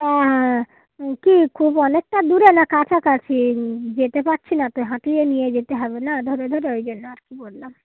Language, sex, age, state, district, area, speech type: Bengali, female, 45-60, West Bengal, Dakshin Dinajpur, urban, conversation